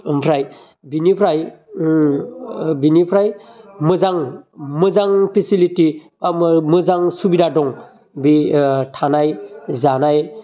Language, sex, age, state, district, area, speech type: Bodo, male, 30-45, Assam, Baksa, urban, spontaneous